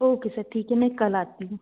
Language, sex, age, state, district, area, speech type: Hindi, female, 30-45, Madhya Pradesh, Betul, urban, conversation